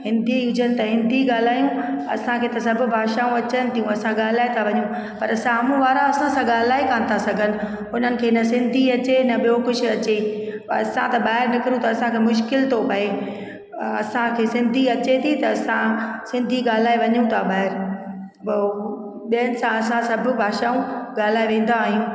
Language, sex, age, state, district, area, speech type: Sindhi, female, 45-60, Gujarat, Junagadh, urban, spontaneous